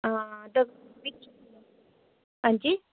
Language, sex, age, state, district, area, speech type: Dogri, female, 30-45, Jammu and Kashmir, Reasi, rural, conversation